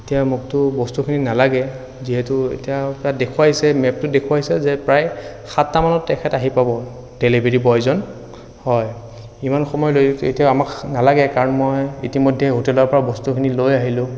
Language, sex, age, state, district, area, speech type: Assamese, male, 30-45, Assam, Sonitpur, rural, spontaneous